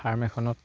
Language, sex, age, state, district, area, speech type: Assamese, male, 18-30, Assam, Charaideo, rural, spontaneous